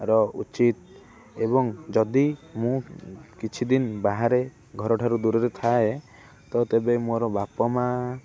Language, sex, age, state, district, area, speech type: Odia, male, 18-30, Odisha, Kendrapara, urban, spontaneous